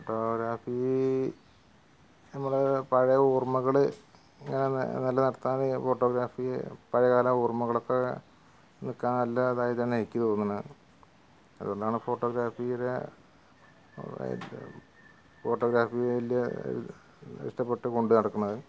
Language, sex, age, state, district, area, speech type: Malayalam, male, 45-60, Kerala, Malappuram, rural, spontaneous